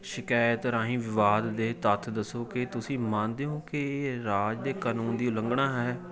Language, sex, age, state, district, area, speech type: Punjabi, male, 18-30, Punjab, Fatehgarh Sahib, rural, read